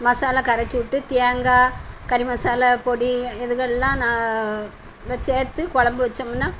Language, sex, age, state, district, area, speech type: Tamil, female, 60+, Tamil Nadu, Thoothukudi, rural, spontaneous